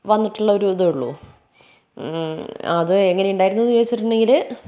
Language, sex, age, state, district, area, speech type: Malayalam, female, 30-45, Kerala, Wayanad, rural, spontaneous